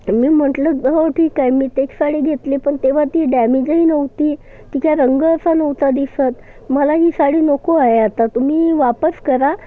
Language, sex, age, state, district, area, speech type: Marathi, female, 30-45, Maharashtra, Nagpur, urban, spontaneous